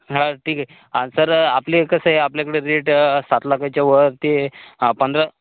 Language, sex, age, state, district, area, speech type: Marathi, male, 30-45, Maharashtra, Hingoli, urban, conversation